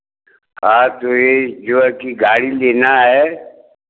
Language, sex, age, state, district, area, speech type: Hindi, male, 60+, Uttar Pradesh, Varanasi, rural, conversation